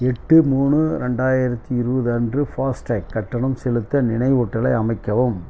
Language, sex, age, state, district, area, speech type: Tamil, male, 60+, Tamil Nadu, Dharmapuri, rural, read